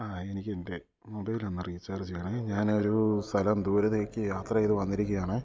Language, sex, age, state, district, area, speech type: Malayalam, male, 30-45, Kerala, Idukki, rural, spontaneous